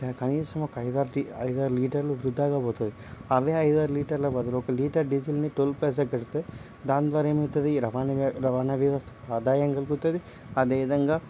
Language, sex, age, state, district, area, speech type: Telugu, male, 18-30, Telangana, Medchal, rural, spontaneous